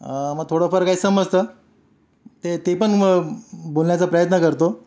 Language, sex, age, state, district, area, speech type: Marathi, male, 45-60, Maharashtra, Mumbai City, urban, spontaneous